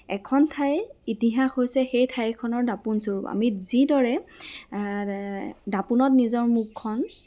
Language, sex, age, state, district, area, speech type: Assamese, female, 18-30, Assam, Lakhimpur, rural, spontaneous